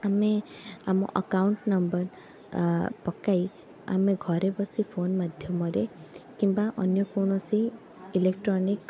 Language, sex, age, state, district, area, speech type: Odia, female, 18-30, Odisha, Cuttack, urban, spontaneous